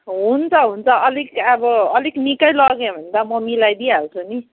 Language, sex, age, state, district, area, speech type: Nepali, female, 45-60, West Bengal, Jalpaiguri, urban, conversation